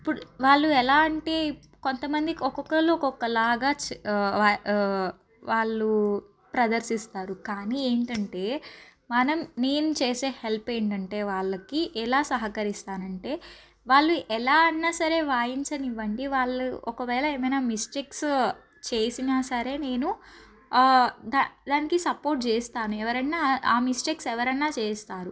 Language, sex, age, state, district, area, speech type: Telugu, female, 18-30, Andhra Pradesh, Guntur, urban, spontaneous